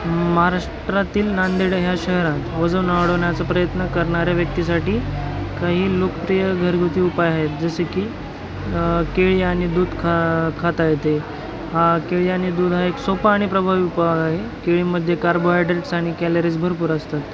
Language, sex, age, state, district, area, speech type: Marathi, male, 18-30, Maharashtra, Nanded, rural, spontaneous